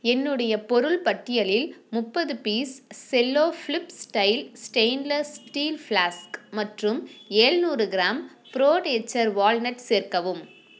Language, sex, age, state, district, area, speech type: Tamil, female, 30-45, Tamil Nadu, Dharmapuri, rural, read